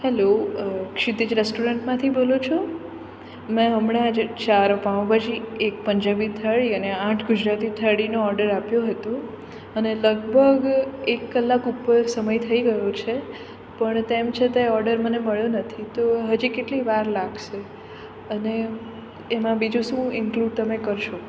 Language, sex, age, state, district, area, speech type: Gujarati, female, 18-30, Gujarat, Surat, urban, spontaneous